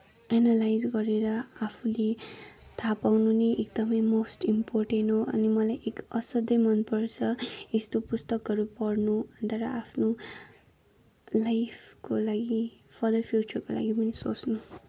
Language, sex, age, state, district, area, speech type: Nepali, female, 18-30, West Bengal, Kalimpong, rural, spontaneous